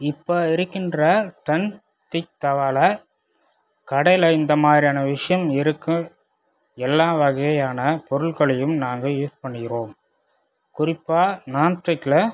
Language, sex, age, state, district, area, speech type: Tamil, male, 30-45, Tamil Nadu, Viluppuram, rural, spontaneous